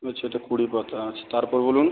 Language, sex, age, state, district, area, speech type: Bengali, male, 45-60, West Bengal, Purulia, urban, conversation